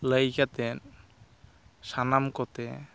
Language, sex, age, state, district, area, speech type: Santali, male, 18-30, West Bengal, Purulia, rural, spontaneous